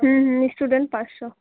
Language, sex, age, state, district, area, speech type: Bengali, female, 18-30, West Bengal, Purba Bardhaman, urban, conversation